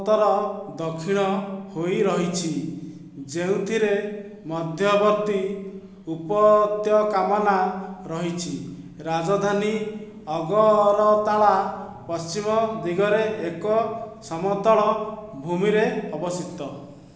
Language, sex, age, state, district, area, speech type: Odia, male, 45-60, Odisha, Khordha, rural, read